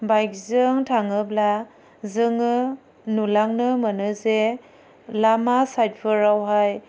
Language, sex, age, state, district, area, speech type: Bodo, female, 30-45, Assam, Chirang, rural, spontaneous